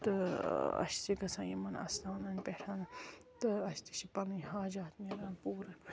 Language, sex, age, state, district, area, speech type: Kashmiri, female, 45-60, Jammu and Kashmir, Ganderbal, rural, spontaneous